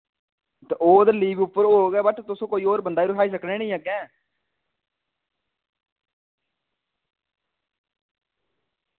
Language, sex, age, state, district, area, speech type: Dogri, male, 18-30, Jammu and Kashmir, Samba, rural, conversation